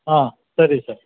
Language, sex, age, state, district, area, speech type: Kannada, male, 60+, Karnataka, Chamarajanagar, rural, conversation